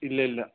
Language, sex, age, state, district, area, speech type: Malayalam, male, 18-30, Kerala, Wayanad, rural, conversation